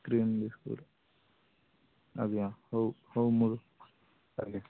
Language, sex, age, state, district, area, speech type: Odia, male, 45-60, Odisha, Sundergarh, rural, conversation